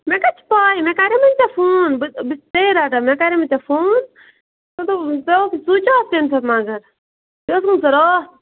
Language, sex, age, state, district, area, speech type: Kashmiri, female, 18-30, Jammu and Kashmir, Bandipora, rural, conversation